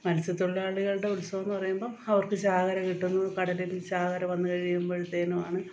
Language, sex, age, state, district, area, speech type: Malayalam, female, 45-60, Kerala, Kottayam, rural, spontaneous